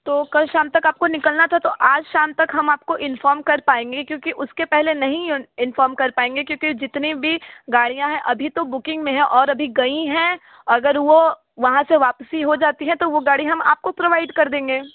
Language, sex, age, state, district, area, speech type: Hindi, female, 30-45, Uttar Pradesh, Sonbhadra, rural, conversation